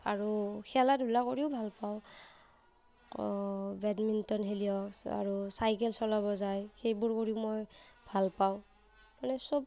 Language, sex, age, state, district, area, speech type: Assamese, female, 30-45, Assam, Nagaon, rural, spontaneous